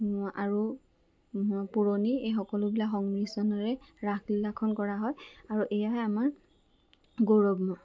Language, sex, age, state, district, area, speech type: Assamese, female, 18-30, Assam, Lakhimpur, rural, spontaneous